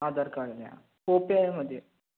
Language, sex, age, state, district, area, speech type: Malayalam, male, 18-30, Kerala, Malappuram, rural, conversation